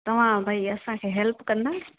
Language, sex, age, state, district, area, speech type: Sindhi, female, 30-45, Gujarat, Junagadh, rural, conversation